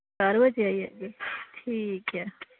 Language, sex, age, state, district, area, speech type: Dogri, female, 30-45, Jammu and Kashmir, Samba, rural, conversation